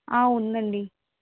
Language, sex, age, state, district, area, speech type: Telugu, female, 18-30, Andhra Pradesh, Visakhapatnam, rural, conversation